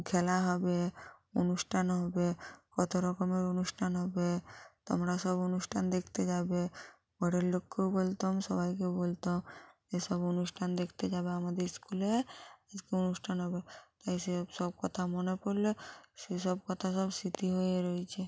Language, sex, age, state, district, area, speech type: Bengali, female, 45-60, West Bengal, North 24 Parganas, rural, spontaneous